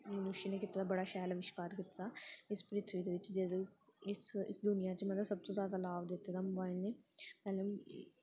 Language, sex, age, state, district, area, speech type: Dogri, female, 18-30, Jammu and Kashmir, Samba, rural, spontaneous